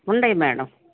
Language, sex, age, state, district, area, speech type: Telugu, female, 45-60, Andhra Pradesh, Bapatla, urban, conversation